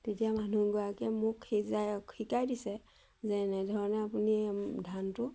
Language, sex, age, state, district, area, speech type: Assamese, female, 45-60, Assam, Majuli, urban, spontaneous